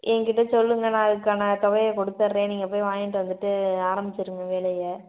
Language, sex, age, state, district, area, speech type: Tamil, female, 18-30, Tamil Nadu, Pudukkottai, rural, conversation